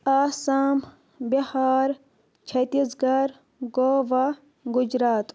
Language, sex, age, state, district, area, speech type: Kashmiri, female, 18-30, Jammu and Kashmir, Budgam, rural, spontaneous